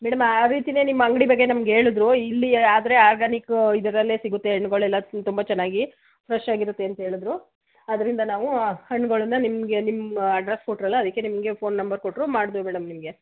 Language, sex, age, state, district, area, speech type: Kannada, female, 45-60, Karnataka, Mandya, rural, conversation